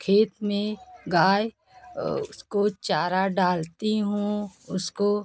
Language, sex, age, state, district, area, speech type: Hindi, female, 30-45, Uttar Pradesh, Jaunpur, rural, spontaneous